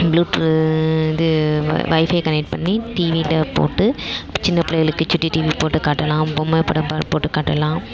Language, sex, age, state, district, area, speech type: Tamil, female, 18-30, Tamil Nadu, Dharmapuri, rural, spontaneous